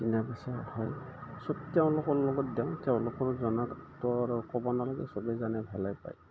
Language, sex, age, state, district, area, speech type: Assamese, male, 60+, Assam, Udalguri, rural, spontaneous